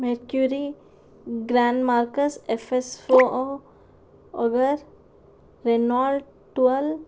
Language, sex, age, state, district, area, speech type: Telugu, female, 18-30, Andhra Pradesh, Kurnool, urban, spontaneous